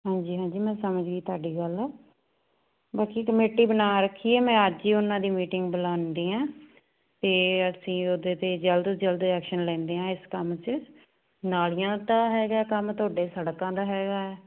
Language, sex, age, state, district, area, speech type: Punjabi, female, 18-30, Punjab, Fazilka, rural, conversation